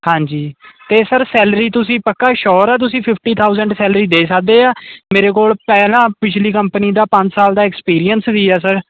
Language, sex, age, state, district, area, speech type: Punjabi, male, 18-30, Punjab, Kapurthala, urban, conversation